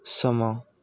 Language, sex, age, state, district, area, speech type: Punjabi, male, 18-30, Punjab, Mohali, rural, read